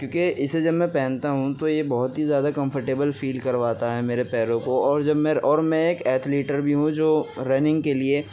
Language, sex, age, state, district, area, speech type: Urdu, male, 18-30, Uttar Pradesh, Gautam Buddha Nagar, rural, spontaneous